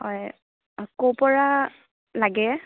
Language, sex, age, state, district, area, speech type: Assamese, female, 18-30, Assam, Kamrup Metropolitan, rural, conversation